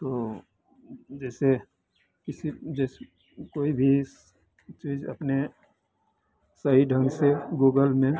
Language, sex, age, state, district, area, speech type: Hindi, male, 60+, Bihar, Madhepura, rural, spontaneous